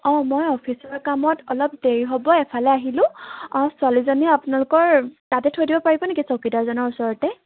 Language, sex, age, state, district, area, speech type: Assamese, female, 18-30, Assam, Sivasagar, rural, conversation